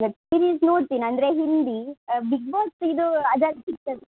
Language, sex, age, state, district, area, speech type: Kannada, female, 30-45, Karnataka, Udupi, rural, conversation